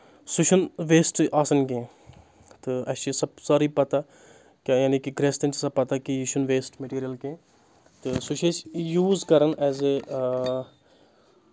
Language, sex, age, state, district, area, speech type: Kashmiri, male, 18-30, Jammu and Kashmir, Anantnag, rural, spontaneous